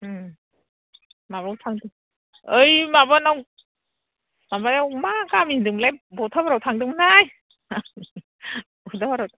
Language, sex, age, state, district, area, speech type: Bodo, female, 60+, Assam, Udalguri, rural, conversation